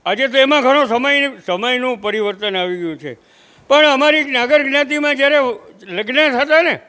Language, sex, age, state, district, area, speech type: Gujarati, male, 60+, Gujarat, Junagadh, rural, spontaneous